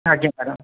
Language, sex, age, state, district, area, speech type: Odia, male, 45-60, Odisha, Puri, urban, conversation